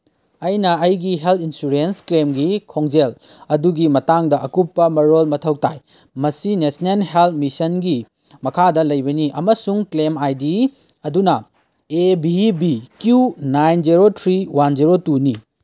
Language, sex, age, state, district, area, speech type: Manipuri, male, 18-30, Manipur, Kangpokpi, urban, read